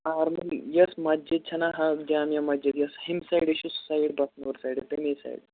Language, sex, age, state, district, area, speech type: Kashmiri, male, 18-30, Jammu and Kashmir, Pulwama, urban, conversation